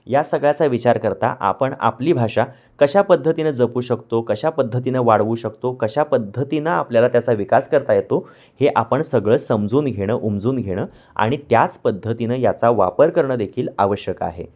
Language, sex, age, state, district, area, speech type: Marathi, male, 30-45, Maharashtra, Kolhapur, urban, spontaneous